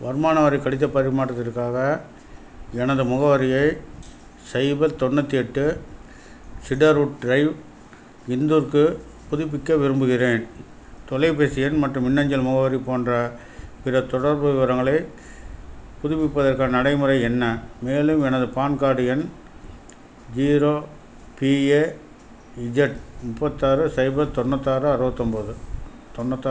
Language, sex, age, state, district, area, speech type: Tamil, male, 60+, Tamil Nadu, Perambalur, rural, read